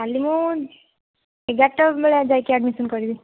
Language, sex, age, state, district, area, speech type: Odia, female, 45-60, Odisha, Kandhamal, rural, conversation